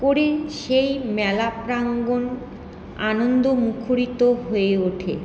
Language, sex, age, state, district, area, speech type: Bengali, female, 30-45, West Bengal, Paschim Bardhaman, urban, spontaneous